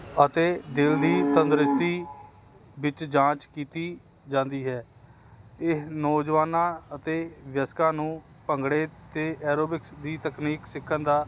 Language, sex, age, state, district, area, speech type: Punjabi, male, 30-45, Punjab, Hoshiarpur, urban, spontaneous